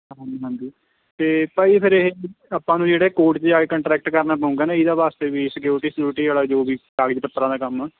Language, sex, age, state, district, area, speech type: Punjabi, male, 18-30, Punjab, Kapurthala, rural, conversation